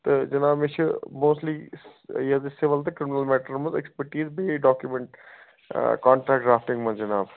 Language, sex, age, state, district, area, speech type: Kashmiri, male, 30-45, Jammu and Kashmir, Baramulla, urban, conversation